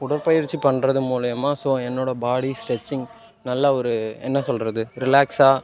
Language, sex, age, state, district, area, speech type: Tamil, male, 45-60, Tamil Nadu, Cuddalore, rural, spontaneous